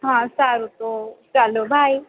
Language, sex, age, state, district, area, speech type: Gujarati, female, 18-30, Gujarat, Valsad, rural, conversation